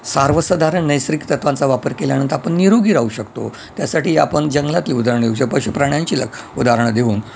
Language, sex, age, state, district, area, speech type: Marathi, male, 60+, Maharashtra, Yavatmal, urban, spontaneous